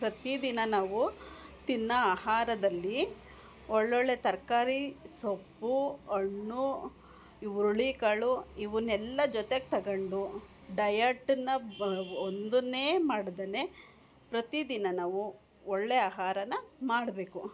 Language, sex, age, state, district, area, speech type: Kannada, female, 45-60, Karnataka, Hassan, urban, spontaneous